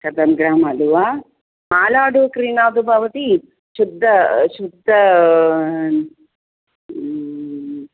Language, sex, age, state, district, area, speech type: Sanskrit, female, 45-60, Kerala, Thiruvananthapuram, urban, conversation